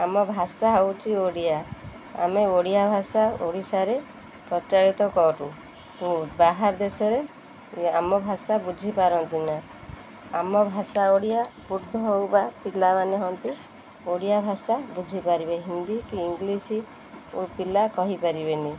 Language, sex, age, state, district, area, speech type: Odia, female, 30-45, Odisha, Kendrapara, urban, spontaneous